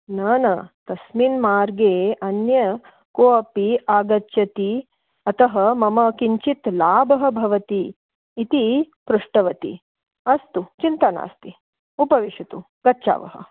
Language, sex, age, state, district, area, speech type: Sanskrit, female, 45-60, Karnataka, Belgaum, urban, conversation